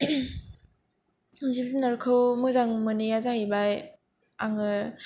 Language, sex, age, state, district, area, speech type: Bodo, female, 18-30, Assam, Kokrajhar, rural, spontaneous